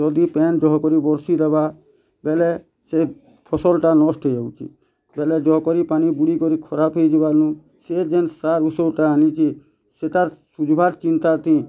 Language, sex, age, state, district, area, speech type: Odia, male, 30-45, Odisha, Bargarh, urban, spontaneous